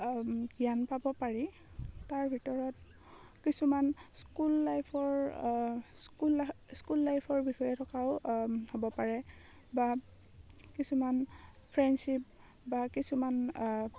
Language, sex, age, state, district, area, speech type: Assamese, female, 18-30, Assam, Darrang, rural, spontaneous